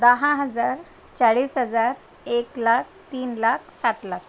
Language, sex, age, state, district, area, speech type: Marathi, female, 45-60, Maharashtra, Akola, rural, spontaneous